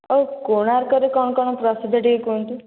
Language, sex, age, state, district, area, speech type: Odia, female, 18-30, Odisha, Jajpur, rural, conversation